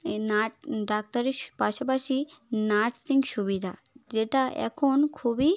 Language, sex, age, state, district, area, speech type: Bengali, female, 18-30, West Bengal, South 24 Parganas, rural, spontaneous